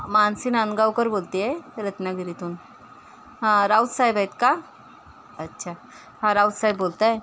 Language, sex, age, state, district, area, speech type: Marathi, female, 30-45, Maharashtra, Ratnagiri, rural, spontaneous